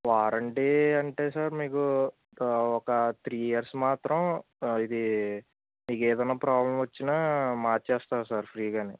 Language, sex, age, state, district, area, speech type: Telugu, male, 18-30, Andhra Pradesh, Eluru, rural, conversation